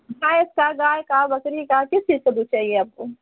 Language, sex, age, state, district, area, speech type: Hindi, female, 45-60, Uttar Pradesh, Pratapgarh, rural, conversation